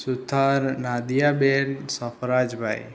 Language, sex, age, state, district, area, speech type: Gujarati, male, 18-30, Gujarat, Aravalli, urban, spontaneous